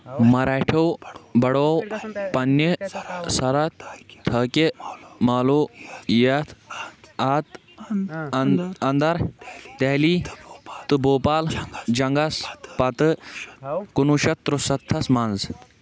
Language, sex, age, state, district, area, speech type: Kashmiri, male, 18-30, Jammu and Kashmir, Shopian, rural, read